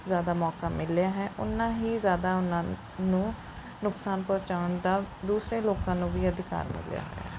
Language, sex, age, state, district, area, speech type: Punjabi, female, 18-30, Punjab, Rupnagar, urban, spontaneous